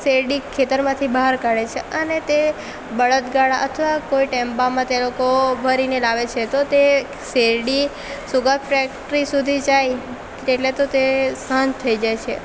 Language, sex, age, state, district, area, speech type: Gujarati, female, 18-30, Gujarat, Valsad, rural, spontaneous